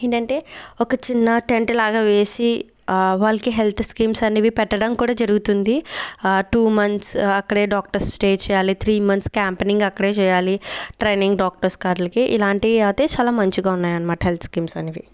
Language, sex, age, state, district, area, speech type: Telugu, female, 45-60, Andhra Pradesh, Kakinada, rural, spontaneous